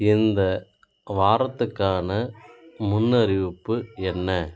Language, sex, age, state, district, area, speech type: Tamil, male, 30-45, Tamil Nadu, Dharmapuri, rural, read